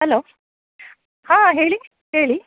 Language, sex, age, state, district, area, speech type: Kannada, female, 30-45, Karnataka, Dharwad, urban, conversation